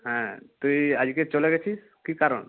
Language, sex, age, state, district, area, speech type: Bengali, male, 18-30, West Bengal, Purba Medinipur, rural, conversation